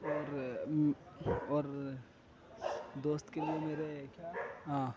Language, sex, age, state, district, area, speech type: Urdu, male, 18-30, Uttar Pradesh, Gautam Buddha Nagar, rural, spontaneous